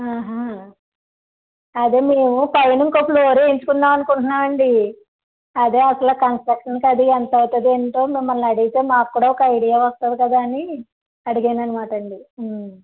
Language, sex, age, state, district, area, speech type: Telugu, female, 30-45, Andhra Pradesh, Vizianagaram, rural, conversation